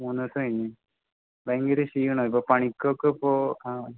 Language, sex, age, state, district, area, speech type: Malayalam, male, 18-30, Kerala, Kasaragod, rural, conversation